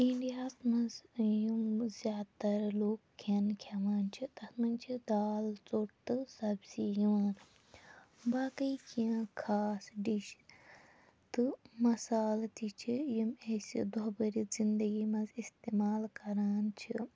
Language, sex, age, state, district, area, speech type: Kashmiri, female, 30-45, Jammu and Kashmir, Shopian, urban, spontaneous